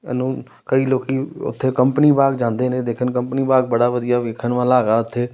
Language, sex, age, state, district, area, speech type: Punjabi, male, 30-45, Punjab, Amritsar, urban, spontaneous